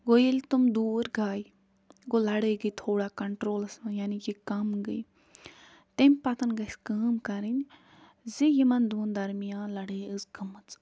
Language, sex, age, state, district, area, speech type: Kashmiri, female, 45-60, Jammu and Kashmir, Budgam, rural, spontaneous